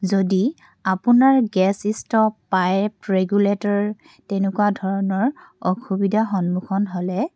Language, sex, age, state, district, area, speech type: Assamese, female, 18-30, Assam, Tinsukia, urban, spontaneous